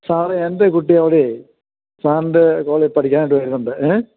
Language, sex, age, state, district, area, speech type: Malayalam, male, 60+, Kerala, Idukki, rural, conversation